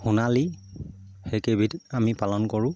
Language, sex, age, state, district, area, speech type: Assamese, male, 30-45, Assam, Sivasagar, rural, spontaneous